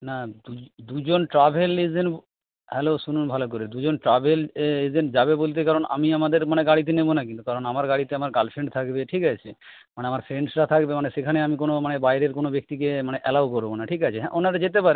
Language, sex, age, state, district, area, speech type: Bengali, male, 60+, West Bengal, Jhargram, rural, conversation